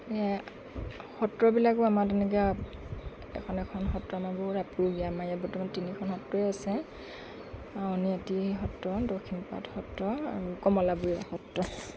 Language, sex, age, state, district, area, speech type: Assamese, female, 45-60, Assam, Lakhimpur, rural, spontaneous